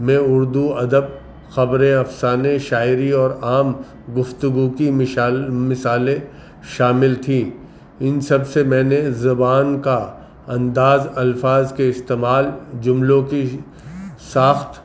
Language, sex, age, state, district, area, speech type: Urdu, male, 45-60, Uttar Pradesh, Gautam Buddha Nagar, urban, spontaneous